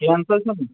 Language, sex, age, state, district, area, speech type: Kashmiri, male, 45-60, Jammu and Kashmir, Srinagar, urban, conversation